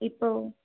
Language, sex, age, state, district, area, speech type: Tamil, female, 30-45, Tamil Nadu, Thoothukudi, rural, conversation